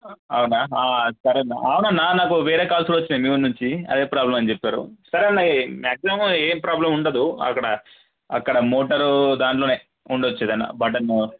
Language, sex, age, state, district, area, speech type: Telugu, male, 18-30, Telangana, Medak, rural, conversation